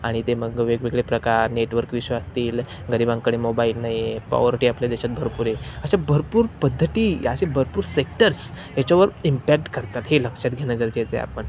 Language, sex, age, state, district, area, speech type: Marathi, male, 18-30, Maharashtra, Ahmednagar, urban, spontaneous